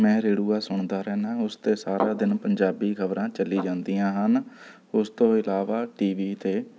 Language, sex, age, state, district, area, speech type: Punjabi, male, 30-45, Punjab, Rupnagar, rural, spontaneous